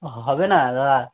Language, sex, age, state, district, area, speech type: Bengali, male, 18-30, West Bengal, South 24 Parganas, rural, conversation